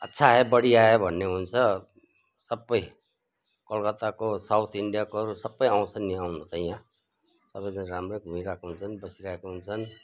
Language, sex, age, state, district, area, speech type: Nepali, male, 60+, West Bengal, Kalimpong, rural, spontaneous